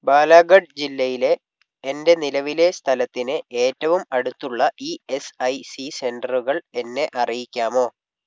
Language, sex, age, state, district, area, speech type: Malayalam, male, 60+, Kerala, Kozhikode, urban, read